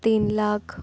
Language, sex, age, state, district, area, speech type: Marathi, female, 18-30, Maharashtra, Nagpur, urban, spontaneous